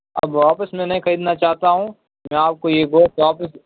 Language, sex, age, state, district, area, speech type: Urdu, male, 18-30, Uttar Pradesh, Saharanpur, urban, conversation